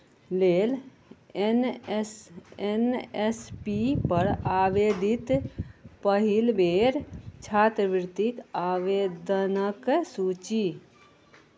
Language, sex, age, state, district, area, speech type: Maithili, female, 45-60, Bihar, Araria, rural, read